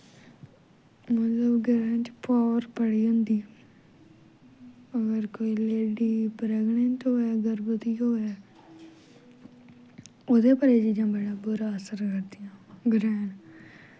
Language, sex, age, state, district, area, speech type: Dogri, female, 18-30, Jammu and Kashmir, Jammu, rural, spontaneous